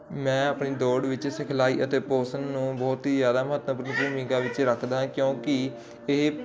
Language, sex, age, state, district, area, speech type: Punjabi, male, 45-60, Punjab, Barnala, rural, spontaneous